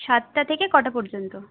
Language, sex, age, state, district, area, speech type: Bengali, female, 30-45, West Bengal, Jhargram, rural, conversation